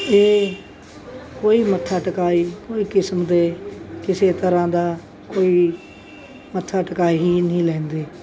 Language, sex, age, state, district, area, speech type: Punjabi, female, 60+, Punjab, Bathinda, urban, spontaneous